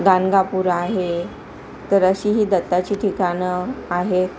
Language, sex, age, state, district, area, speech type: Marathi, female, 45-60, Maharashtra, Palghar, urban, spontaneous